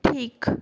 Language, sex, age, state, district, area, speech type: Bengali, female, 18-30, West Bengal, Jalpaiguri, rural, read